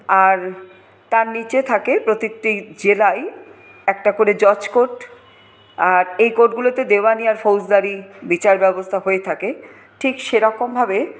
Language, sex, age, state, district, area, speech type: Bengali, female, 45-60, West Bengal, Paschim Bardhaman, urban, spontaneous